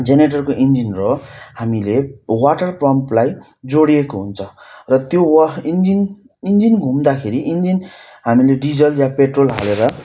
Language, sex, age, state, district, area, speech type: Nepali, male, 30-45, West Bengal, Darjeeling, rural, spontaneous